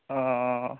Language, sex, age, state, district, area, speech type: Assamese, male, 30-45, Assam, Dhemaji, urban, conversation